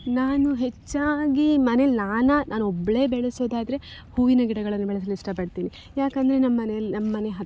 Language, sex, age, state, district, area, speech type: Kannada, female, 18-30, Karnataka, Dakshina Kannada, rural, spontaneous